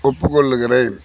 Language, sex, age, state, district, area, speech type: Tamil, male, 60+, Tamil Nadu, Kallakurichi, urban, read